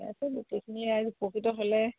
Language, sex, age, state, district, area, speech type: Assamese, female, 45-60, Assam, Sivasagar, rural, conversation